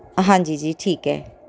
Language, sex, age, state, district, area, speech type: Punjabi, female, 30-45, Punjab, Tarn Taran, urban, spontaneous